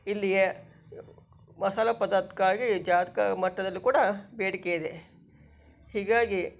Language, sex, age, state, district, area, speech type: Kannada, female, 60+, Karnataka, Shimoga, rural, spontaneous